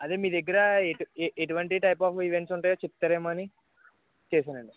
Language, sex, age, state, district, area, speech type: Telugu, male, 18-30, Andhra Pradesh, Eluru, urban, conversation